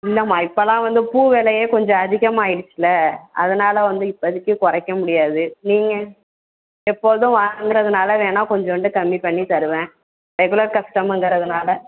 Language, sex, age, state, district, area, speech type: Tamil, female, 18-30, Tamil Nadu, Tiruvallur, rural, conversation